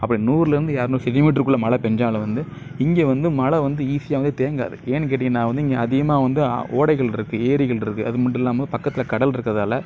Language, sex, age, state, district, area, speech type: Tamil, male, 30-45, Tamil Nadu, Nagapattinam, rural, spontaneous